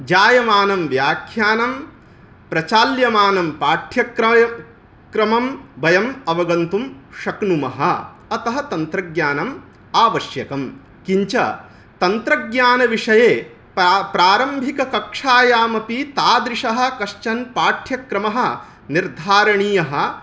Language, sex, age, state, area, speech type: Sanskrit, male, 30-45, Bihar, rural, spontaneous